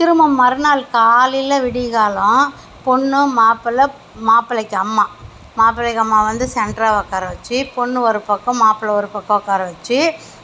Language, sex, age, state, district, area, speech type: Tamil, female, 60+, Tamil Nadu, Mayiladuthurai, rural, spontaneous